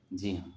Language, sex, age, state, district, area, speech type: Urdu, male, 30-45, Delhi, Central Delhi, urban, spontaneous